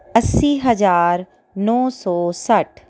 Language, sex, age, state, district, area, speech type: Punjabi, female, 30-45, Punjab, Tarn Taran, urban, spontaneous